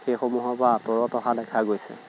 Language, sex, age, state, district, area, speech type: Assamese, male, 30-45, Assam, Majuli, urban, spontaneous